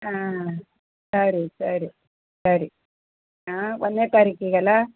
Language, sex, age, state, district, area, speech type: Kannada, female, 45-60, Karnataka, Uttara Kannada, rural, conversation